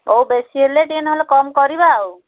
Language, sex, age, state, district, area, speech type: Odia, female, 60+, Odisha, Gajapati, rural, conversation